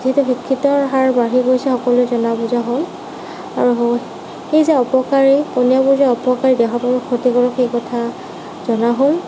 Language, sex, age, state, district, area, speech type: Assamese, female, 30-45, Assam, Nagaon, rural, spontaneous